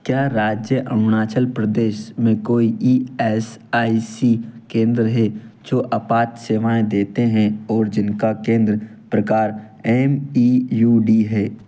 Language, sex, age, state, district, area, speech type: Hindi, male, 18-30, Madhya Pradesh, Bhopal, urban, read